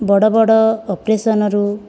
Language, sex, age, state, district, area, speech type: Odia, female, 30-45, Odisha, Kandhamal, rural, spontaneous